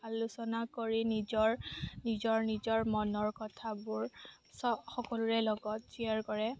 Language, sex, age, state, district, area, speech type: Assamese, female, 18-30, Assam, Kamrup Metropolitan, rural, spontaneous